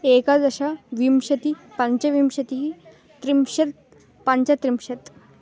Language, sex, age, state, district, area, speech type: Sanskrit, female, 18-30, Karnataka, Bangalore Rural, rural, spontaneous